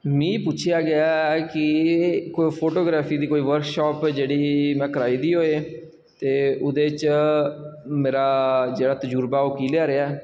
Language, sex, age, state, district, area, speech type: Dogri, male, 30-45, Jammu and Kashmir, Jammu, rural, spontaneous